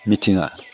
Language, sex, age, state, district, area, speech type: Bodo, male, 60+, Assam, Udalguri, urban, spontaneous